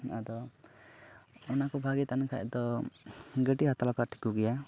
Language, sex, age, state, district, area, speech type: Santali, male, 18-30, Jharkhand, Pakur, rural, spontaneous